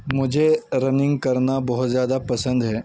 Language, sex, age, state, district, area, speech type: Urdu, male, 30-45, Uttar Pradesh, Saharanpur, urban, spontaneous